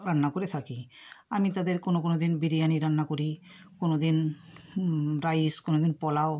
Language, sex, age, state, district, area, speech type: Bengali, female, 60+, West Bengal, South 24 Parganas, rural, spontaneous